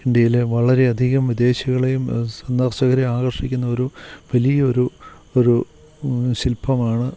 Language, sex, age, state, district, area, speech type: Malayalam, male, 45-60, Kerala, Kottayam, urban, spontaneous